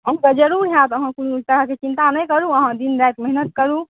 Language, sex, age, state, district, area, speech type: Maithili, female, 18-30, Bihar, Supaul, urban, conversation